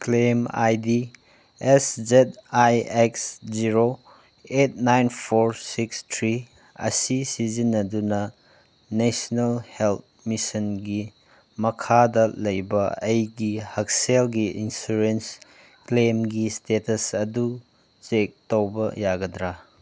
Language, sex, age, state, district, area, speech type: Manipuri, male, 30-45, Manipur, Chandel, rural, read